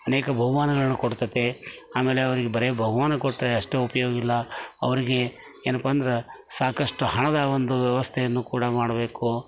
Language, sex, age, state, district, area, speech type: Kannada, male, 60+, Karnataka, Koppal, rural, spontaneous